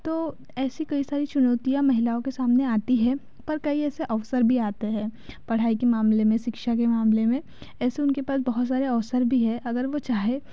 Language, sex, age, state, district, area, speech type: Hindi, female, 30-45, Madhya Pradesh, Betul, rural, spontaneous